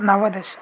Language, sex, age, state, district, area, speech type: Sanskrit, male, 18-30, Kerala, Idukki, urban, spontaneous